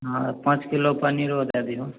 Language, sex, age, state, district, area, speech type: Maithili, male, 18-30, Bihar, Begusarai, urban, conversation